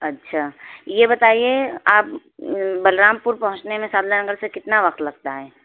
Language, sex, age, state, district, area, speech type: Urdu, female, 18-30, Uttar Pradesh, Balrampur, rural, conversation